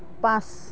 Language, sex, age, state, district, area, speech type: Assamese, female, 30-45, Assam, Dhemaji, rural, read